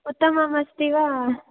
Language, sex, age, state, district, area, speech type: Sanskrit, female, 18-30, Karnataka, Dakshina Kannada, rural, conversation